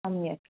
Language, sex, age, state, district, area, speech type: Sanskrit, female, 30-45, Karnataka, Hassan, urban, conversation